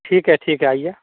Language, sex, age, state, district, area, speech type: Hindi, male, 45-60, Bihar, Samastipur, urban, conversation